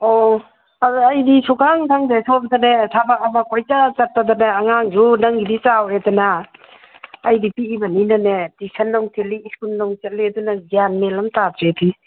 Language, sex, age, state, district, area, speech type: Manipuri, female, 60+, Manipur, Imphal East, rural, conversation